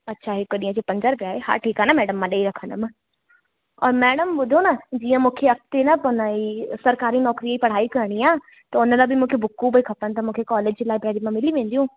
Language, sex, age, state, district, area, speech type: Sindhi, female, 18-30, Madhya Pradesh, Katni, urban, conversation